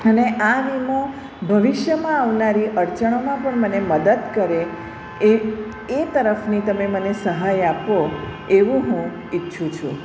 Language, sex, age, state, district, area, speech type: Gujarati, female, 45-60, Gujarat, Surat, urban, spontaneous